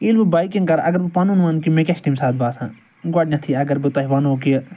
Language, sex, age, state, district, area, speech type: Kashmiri, male, 60+, Jammu and Kashmir, Srinagar, urban, spontaneous